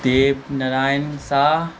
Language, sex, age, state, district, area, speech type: Maithili, male, 18-30, Bihar, Muzaffarpur, rural, spontaneous